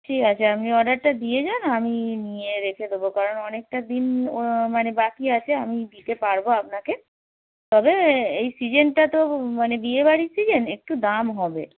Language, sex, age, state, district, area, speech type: Bengali, female, 45-60, West Bengal, Hooghly, rural, conversation